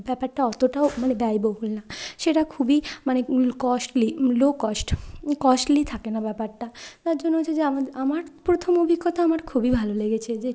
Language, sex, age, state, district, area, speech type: Bengali, female, 30-45, West Bengal, Bankura, urban, spontaneous